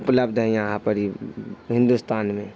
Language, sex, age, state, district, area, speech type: Urdu, male, 18-30, Bihar, Supaul, rural, spontaneous